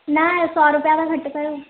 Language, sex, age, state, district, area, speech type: Sindhi, female, 18-30, Gujarat, Surat, urban, conversation